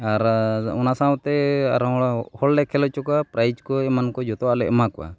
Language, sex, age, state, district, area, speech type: Santali, male, 45-60, Odisha, Mayurbhanj, rural, spontaneous